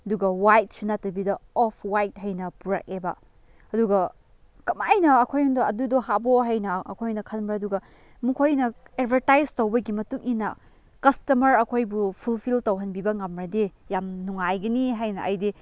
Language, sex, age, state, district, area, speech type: Manipuri, female, 18-30, Manipur, Chandel, rural, spontaneous